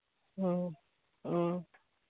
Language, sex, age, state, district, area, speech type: Manipuri, female, 45-60, Manipur, Churachandpur, urban, conversation